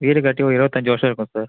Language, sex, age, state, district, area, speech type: Tamil, male, 18-30, Tamil Nadu, Viluppuram, urban, conversation